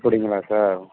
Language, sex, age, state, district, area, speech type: Tamil, male, 30-45, Tamil Nadu, Thanjavur, rural, conversation